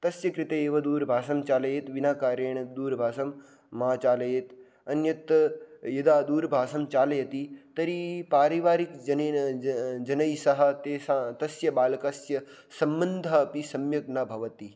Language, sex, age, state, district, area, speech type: Sanskrit, male, 18-30, Rajasthan, Jodhpur, rural, spontaneous